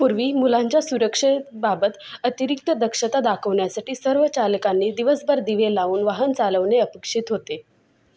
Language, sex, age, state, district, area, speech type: Marathi, female, 18-30, Maharashtra, Solapur, urban, read